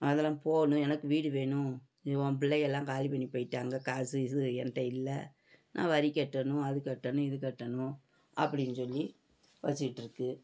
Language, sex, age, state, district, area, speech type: Tamil, female, 60+, Tamil Nadu, Madurai, urban, spontaneous